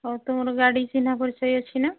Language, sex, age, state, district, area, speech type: Odia, female, 45-60, Odisha, Mayurbhanj, rural, conversation